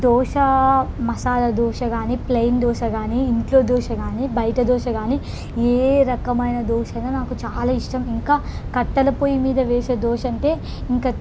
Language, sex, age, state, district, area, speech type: Telugu, female, 18-30, Andhra Pradesh, Krishna, urban, spontaneous